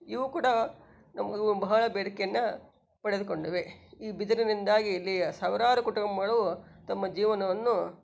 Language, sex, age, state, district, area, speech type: Kannada, female, 60+, Karnataka, Shimoga, rural, spontaneous